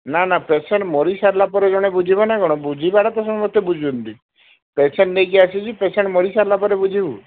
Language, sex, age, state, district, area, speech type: Odia, male, 30-45, Odisha, Sambalpur, rural, conversation